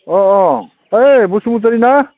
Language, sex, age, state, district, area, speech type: Bodo, male, 60+, Assam, Baksa, urban, conversation